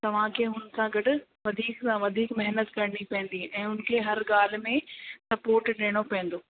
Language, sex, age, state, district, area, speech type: Sindhi, female, 30-45, Delhi, South Delhi, urban, conversation